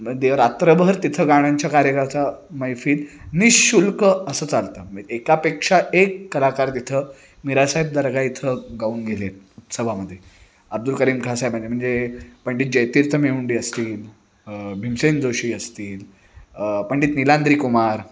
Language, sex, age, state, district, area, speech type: Marathi, male, 30-45, Maharashtra, Sangli, urban, spontaneous